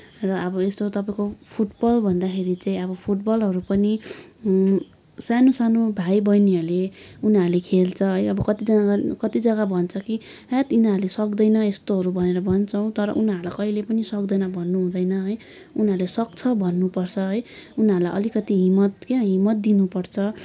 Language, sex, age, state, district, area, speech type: Nepali, female, 18-30, West Bengal, Kalimpong, rural, spontaneous